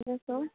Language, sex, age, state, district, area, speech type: Dogri, female, 18-30, Jammu and Kashmir, Kathua, rural, conversation